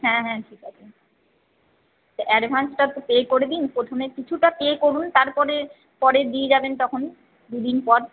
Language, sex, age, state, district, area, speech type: Bengali, female, 30-45, West Bengal, Paschim Bardhaman, urban, conversation